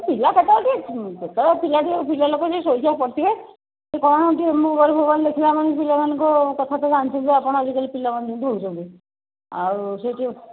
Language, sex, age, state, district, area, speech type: Odia, female, 60+, Odisha, Angul, rural, conversation